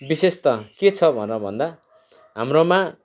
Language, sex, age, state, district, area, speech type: Nepali, male, 45-60, West Bengal, Kalimpong, rural, spontaneous